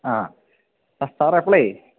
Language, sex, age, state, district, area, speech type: Malayalam, male, 18-30, Kerala, Idukki, rural, conversation